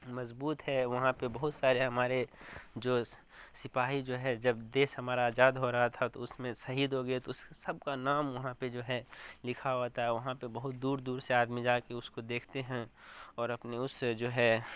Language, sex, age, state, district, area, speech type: Urdu, male, 18-30, Bihar, Darbhanga, rural, spontaneous